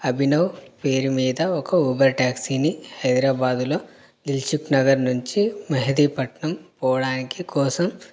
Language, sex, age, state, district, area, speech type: Telugu, male, 18-30, Telangana, Karimnagar, rural, spontaneous